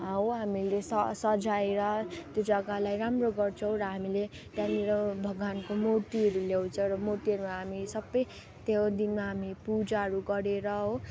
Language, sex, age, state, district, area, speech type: Nepali, female, 30-45, West Bengal, Darjeeling, rural, spontaneous